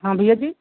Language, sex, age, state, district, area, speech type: Hindi, male, 45-60, Uttar Pradesh, Lucknow, rural, conversation